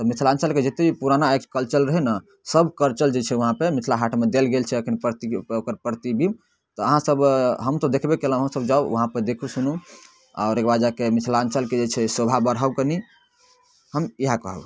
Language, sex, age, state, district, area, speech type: Maithili, male, 18-30, Bihar, Darbhanga, rural, spontaneous